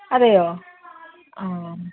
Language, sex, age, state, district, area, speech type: Malayalam, female, 30-45, Kerala, Palakkad, rural, conversation